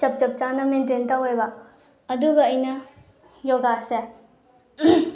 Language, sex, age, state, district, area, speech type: Manipuri, female, 18-30, Manipur, Bishnupur, rural, spontaneous